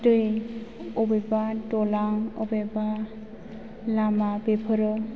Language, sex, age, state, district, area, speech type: Bodo, female, 18-30, Assam, Chirang, urban, spontaneous